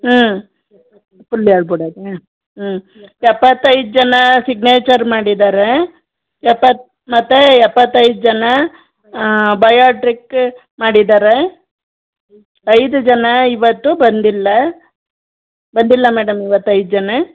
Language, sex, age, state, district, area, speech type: Kannada, female, 45-60, Karnataka, Chamarajanagar, rural, conversation